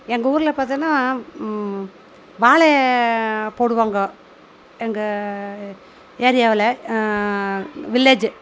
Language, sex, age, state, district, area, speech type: Tamil, female, 45-60, Tamil Nadu, Coimbatore, rural, spontaneous